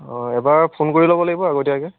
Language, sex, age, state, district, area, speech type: Assamese, male, 30-45, Assam, Majuli, urban, conversation